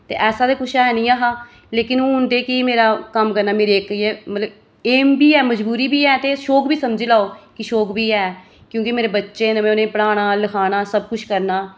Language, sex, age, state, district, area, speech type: Dogri, female, 30-45, Jammu and Kashmir, Reasi, rural, spontaneous